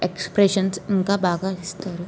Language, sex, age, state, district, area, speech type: Telugu, female, 18-30, Andhra Pradesh, N T Rama Rao, urban, spontaneous